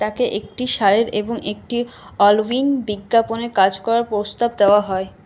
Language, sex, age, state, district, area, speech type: Bengali, female, 18-30, West Bengal, Paschim Bardhaman, urban, read